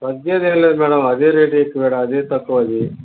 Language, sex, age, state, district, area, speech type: Telugu, male, 60+, Andhra Pradesh, Nellore, rural, conversation